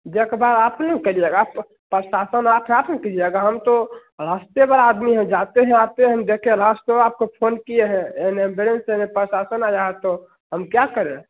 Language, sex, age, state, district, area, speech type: Hindi, male, 18-30, Bihar, Begusarai, rural, conversation